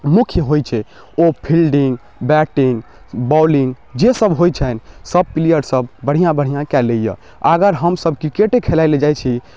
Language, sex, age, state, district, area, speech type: Maithili, male, 18-30, Bihar, Darbhanga, rural, spontaneous